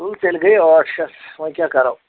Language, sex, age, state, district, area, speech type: Kashmiri, male, 60+, Jammu and Kashmir, Anantnag, rural, conversation